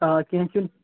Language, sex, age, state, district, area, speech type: Kashmiri, male, 18-30, Jammu and Kashmir, Ganderbal, rural, conversation